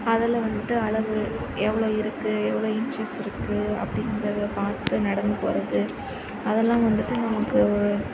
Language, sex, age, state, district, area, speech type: Tamil, female, 18-30, Tamil Nadu, Sivaganga, rural, spontaneous